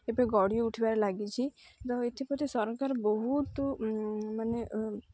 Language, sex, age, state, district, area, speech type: Odia, female, 18-30, Odisha, Jagatsinghpur, rural, spontaneous